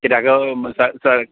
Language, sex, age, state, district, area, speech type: Goan Konkani, male, 45-60, Goa, Canacona, rural, conversation